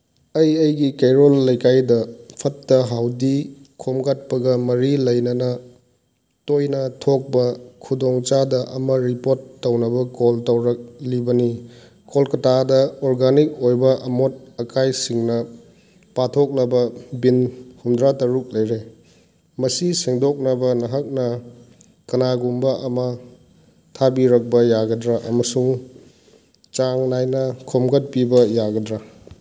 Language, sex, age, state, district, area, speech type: Manipuri, male, 45-60, Manipur, Chandel, rural, read